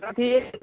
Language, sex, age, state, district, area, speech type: Nepali, male, 30-45, West Bengal, Jalpaiguri, urban, conversation